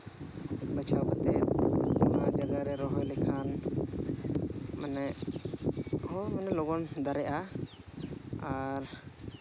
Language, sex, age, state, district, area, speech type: Santali, male, 18-30, Jharkhand, Seraikela Kharsawan, rural, spontaneous